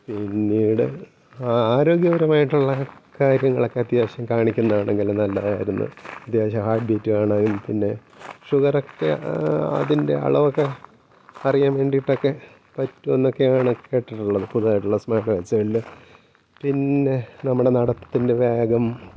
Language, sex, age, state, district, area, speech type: Malayalam, male, 45-60, Kerala, Thiruvananthapuram, rural, spontaneous